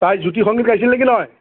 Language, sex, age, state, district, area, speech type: Assamese, male, 45-60, Assam, Sonitpur, urban, conversation